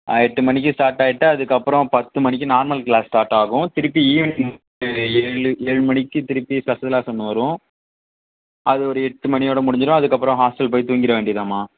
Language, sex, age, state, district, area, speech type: Tamil, male, 18-30, Tamil Nadu, Mayiladuthurai, urban, conversation